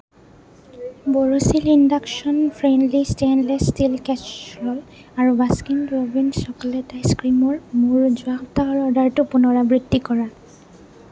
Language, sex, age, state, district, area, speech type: Assamese, female, 30-45, Assam, Nagaon, rural, read